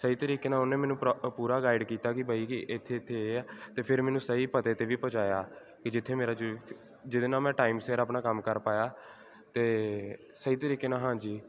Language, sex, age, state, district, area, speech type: Punjabi, male, 18-30, Punjab, Gurdaspur, rural, spontaneous